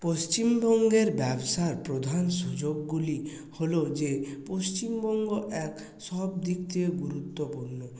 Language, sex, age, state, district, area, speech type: Bengali, male, 30-45, West Bengal, Purulia, urban, spontaneous